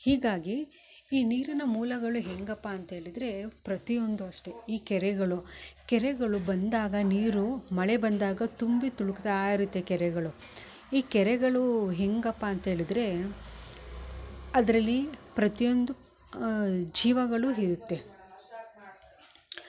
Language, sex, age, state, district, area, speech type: Kannada, female, 30-45, Karnataka, Mysore, rural, spontaneous